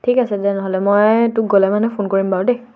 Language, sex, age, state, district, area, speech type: Assamese, female, 18-30, Assam, Tinsukia, urban, spontaneous